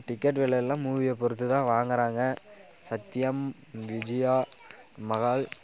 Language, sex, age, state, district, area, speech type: Tamil, male, 18-30, Tamil Nadu, Dharmapuri, urban, spontaneous